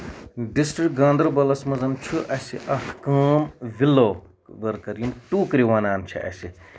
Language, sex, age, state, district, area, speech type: Kashmiri, male, 30-45, Jammu and Kashmir, Ganderbal, rural, spontaneous